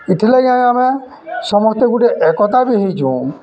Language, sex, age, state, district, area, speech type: Odia, male, 45-60, Odisha, Bargarh, urban, spontaneous